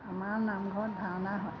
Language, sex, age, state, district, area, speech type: Assamese, female, 60+, Assam, Golaghat, urban, spontaneous